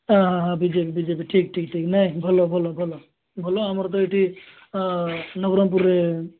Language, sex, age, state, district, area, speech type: Odia, male, 30-45, Odisha, Nabarangpur, urban, conversation